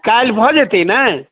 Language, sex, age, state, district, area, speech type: Maithili, male, 60+, Bihar, Saharsa, rural, conversation